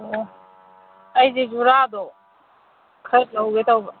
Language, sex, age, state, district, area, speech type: Manipuri, female, 45-60, Manipur, Imphal East, rural, conversation